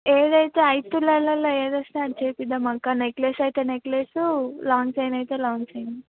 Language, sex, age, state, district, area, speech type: Telugu, female, 18-30, Telangana, Vikarabad, rural, conversation